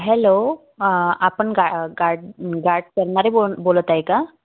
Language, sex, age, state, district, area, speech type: Marathi, female, 30-45, Maharashtra, Wardha, rural, conversation